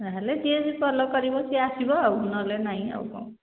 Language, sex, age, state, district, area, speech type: Odia, female, 45-60, Odisha, Angul, rural, conversation